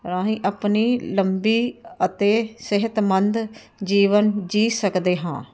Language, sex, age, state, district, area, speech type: Punjabi, female, 45-60, Punjab, Ludhiana, urban, spontaneous